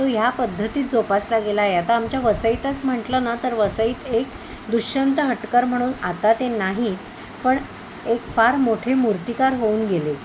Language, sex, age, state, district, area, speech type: Marathi, female, 30-45, Maharashtra, Palghar, urban, spontaneous